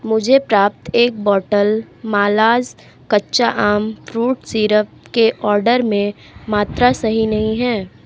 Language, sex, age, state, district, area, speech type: Hindi, female, 45-60, Uttar Pradesh, Sonbhadra, rural, read